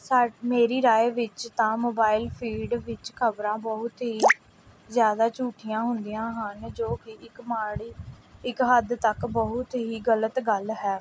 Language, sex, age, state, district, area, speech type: Punjabi, female, 18-30, Punjab, Pathankot, urban, spontaneous